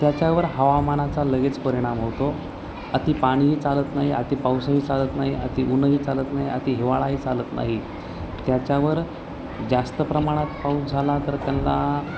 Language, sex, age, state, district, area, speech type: Marathi, male, 30-45, Maharashtra, Nanded, urban, spontaneous